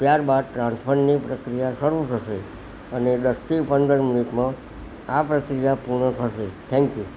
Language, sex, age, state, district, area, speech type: Gujarati, male, 60+, Gujarat, Kheda, rural, spontaneous